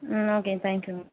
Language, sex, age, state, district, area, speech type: Tamil, female, 18-30, Tamil Nadu, Kallakurichi, rural, conversation